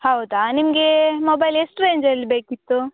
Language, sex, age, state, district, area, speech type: Kannada, female, 18-30, Karnataka, Udupi, rural, conversation